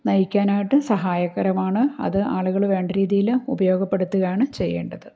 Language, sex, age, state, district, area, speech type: Malayalam, female, 45-60, Kerala, Malappuram, rural, spontaneous